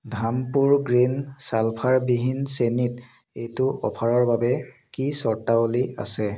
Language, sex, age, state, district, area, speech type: Assamese, male, 30-45, Assam, Biswanath, rural, read